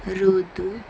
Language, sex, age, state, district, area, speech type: Telugu, female, 45-60, Andhra Pradesh, Kurnool, rural, spontaneous